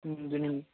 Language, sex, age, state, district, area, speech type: Manipuri, male, 18-30, Manipur, Kangpokpi, urban, conversation